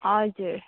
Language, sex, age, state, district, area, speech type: Nepali, female, 30-45, West Bengal, Alipurduar, rural, conversation